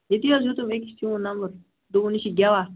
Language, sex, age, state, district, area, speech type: Kashmiri, male, 18-30, Jammu and Kashmir, Bandipora, rural, conversation